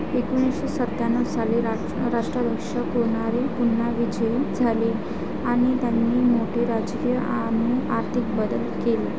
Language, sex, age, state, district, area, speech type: Marathi, female, 18-30, Maharashtra, Wardha, rural, read